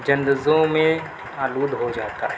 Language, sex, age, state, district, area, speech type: Urdu, male, 60+, Uttar Pradesh, Mau, urban, spontaneous